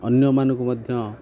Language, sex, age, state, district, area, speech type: Odia, male, 45-60, Odisha, Kendrapara, urban, spontaneous